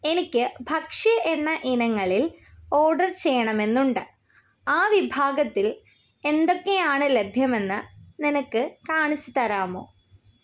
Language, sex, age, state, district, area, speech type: Malayalam, female, 18-30, Kerala, Thiruvananthapuram, rural, read